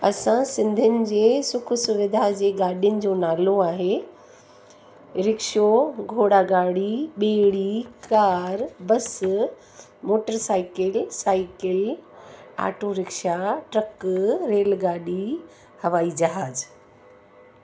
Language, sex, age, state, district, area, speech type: Sindhi, female, 60+, Uttar Pradesh, Lucknow, urban, spontaneous